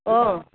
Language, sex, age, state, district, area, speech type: Bodo, female, 60+, Assam, Baksa, urban, conversation